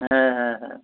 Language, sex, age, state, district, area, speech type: Bengali, male, 45-60, West Bengal, Dakshin Dinajpur, rural, conversation